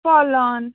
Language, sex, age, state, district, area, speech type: Kashmiri, female, 18-30, Jammu and Kashmir, Ganderbal, rural, conversation